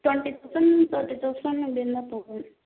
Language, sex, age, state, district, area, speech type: Tamil, female, 18-30, Tamil Nadu, Kallakurichi, rural, conversation